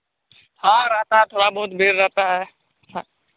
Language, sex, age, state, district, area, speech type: Hindi, male, 30-45, Bihar, Madhepura, rural, conversation